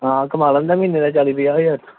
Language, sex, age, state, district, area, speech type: Punjabi, male, 18-30, Punjab, Hoshiarpur, urban, conversation